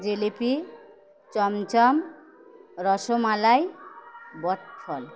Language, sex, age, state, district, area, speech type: Bengali, female, 60+, West Bengal, Birbhum, urban, spontaneous